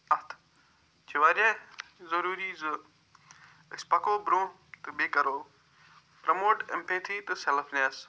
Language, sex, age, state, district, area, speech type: Kashmiri, male, 45-60, Jammu and Kashmir, Budgam, urban, spontaneous